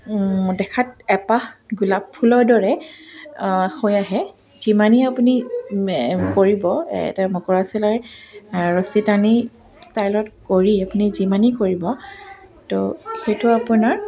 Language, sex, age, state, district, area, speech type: Assamese, female, 30-45, Assam, Dibrugarh, rural, spontaneous